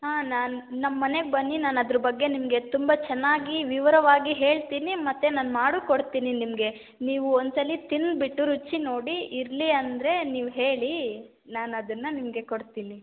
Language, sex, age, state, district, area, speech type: Kannada, female, 18-30, Karnataka, Chitradurga, rural, conversation